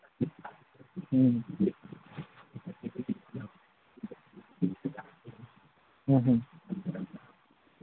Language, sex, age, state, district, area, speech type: Manipuri, male, 45-60, Manipur, Imphal East, rural, conversation